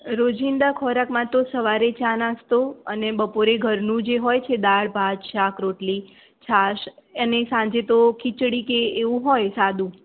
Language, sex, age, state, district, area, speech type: Gujarati, female, 18-30, Gujarat, Mehsana, rural, conversation